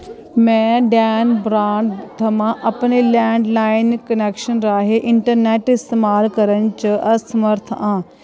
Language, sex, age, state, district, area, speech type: Dogri, female, 45-60, Jammu and Kashmir, Kathua, rural, read